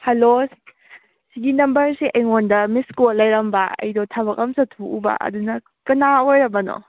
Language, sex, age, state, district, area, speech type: Manipuri, female, 18-30, Manipur, Kakching, rural, conversation